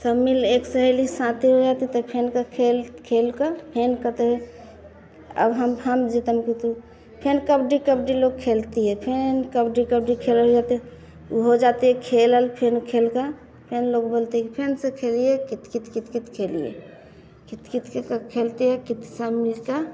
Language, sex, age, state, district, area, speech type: Hindi, female, 30-45, Bihar, Vaishali, rural, spontaneous